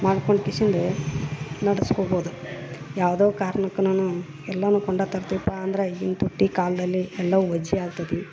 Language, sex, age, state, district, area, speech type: Kannada, female, 45-60, Karnataka, Dharwad, rural, spontaneous